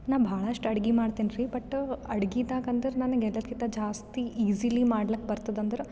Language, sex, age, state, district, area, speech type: Kannada, female, 18-30, Karnataka, Gulbarga, urban, spontaneous